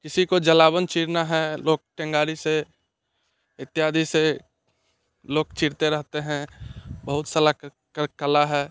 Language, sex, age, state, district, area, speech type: Hindi, male, 18-30, Bihar, Muzaffarpur, urban, spontaneous